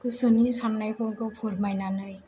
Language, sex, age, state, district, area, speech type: Bodo, female, 18-30, Assam, Chirang, rural, spontaneous